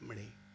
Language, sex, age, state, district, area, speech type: Sindhi, male, 60+, Gujarat, Kutch, rural, spontaneous